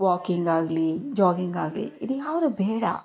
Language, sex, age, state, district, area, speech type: Kannada, female, 30-45, Karnataka, Davanagere, rural, spontaneous